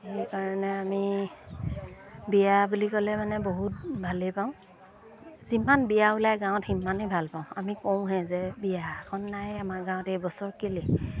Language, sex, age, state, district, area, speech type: Assamese, female, 30-45, Assam, Lakhimpur, rural, spontaneous